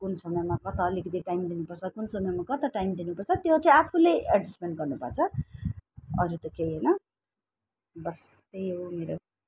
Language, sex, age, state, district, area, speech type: Nepali, female, 60+, West Bengal, Alipurduar, urban, spontaneous